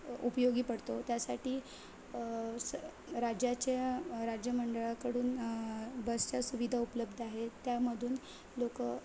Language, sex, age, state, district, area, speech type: Marathi, female, 18-30, Maharashtra, Ratnagiri, rural, spontaneous